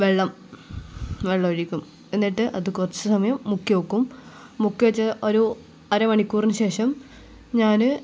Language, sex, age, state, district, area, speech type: Malayalam, female, 18-30, Kerala, Kannur, rural, spontaneous